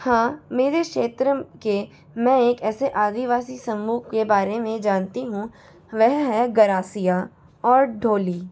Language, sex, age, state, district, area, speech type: Hindi, female, 45-60, Rajasthan, Jaipur, urban, spontaneous